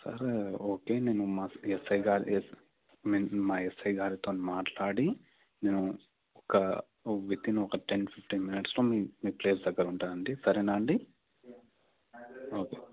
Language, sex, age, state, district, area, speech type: Telugu, male, 18-30, Telangana, Medchal, rural, conversation